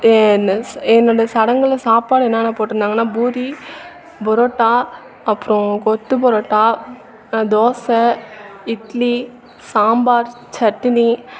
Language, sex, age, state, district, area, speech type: Tamil, female, 18-30, Tamil Nadu, Thanjavur, urban, spontaneous